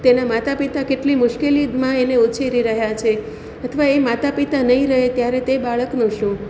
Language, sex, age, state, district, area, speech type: Gujarati, female, 45-60, Gujarat, Surat, rural, spontaneous